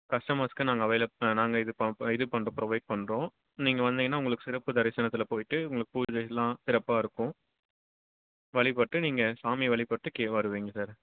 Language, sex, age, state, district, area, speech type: Tamil, male, 18-30, Tamil Nadu, Dharmapuri, rural, conversation